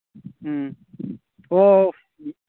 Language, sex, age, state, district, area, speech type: Manipuri, male, 30-45, Manipur, Churachandpur, rural, conversation